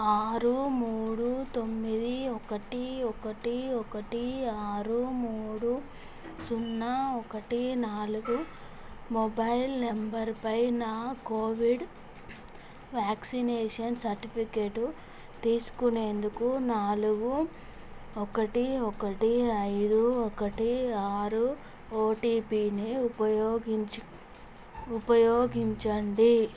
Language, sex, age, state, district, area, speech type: Telugu, female, 18-30, Andhra Pradesh, Visakhapatnam, urban, read